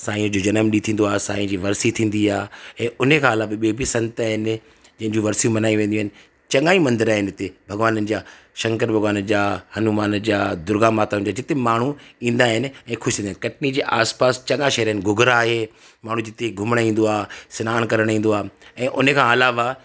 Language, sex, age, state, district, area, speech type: Sindhi, male, 30-45, Madhya Pradesh, Katni, urban, spontaneous